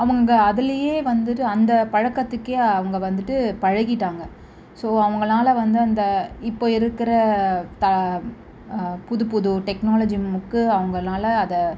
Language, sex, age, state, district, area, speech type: Tamil, female, 30-45, Tamil Nadu, Chennai, urban, spontaneous